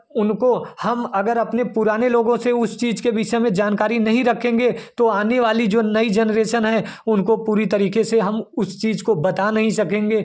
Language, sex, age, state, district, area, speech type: Hindi, male, 30-45, Uttar Pradesh, Jaunpur, rural, spontaneous